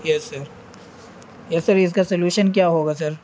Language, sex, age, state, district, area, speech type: Urdu, male, 18-30, Bihar, Gaya, urban, spontaneous